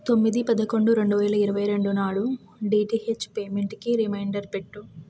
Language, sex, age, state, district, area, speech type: Telugu, female, 18-30, Telangana, Hyderabad, urban, read